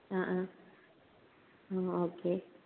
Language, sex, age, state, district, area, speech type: Malayalam, female, 18-30, Kerala, Kasaragod, rural, conversation